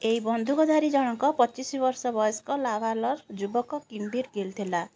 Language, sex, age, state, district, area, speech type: Odia, female, 30-45, Odisha, Kendrapara, urban, read